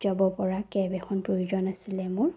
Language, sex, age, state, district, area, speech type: Assamese, female, 30-45, Assam, Sonitpur, rural, spontaneous